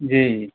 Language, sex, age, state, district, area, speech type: Urdu, male, 45-60, Bihar, Supaul, rural, conversation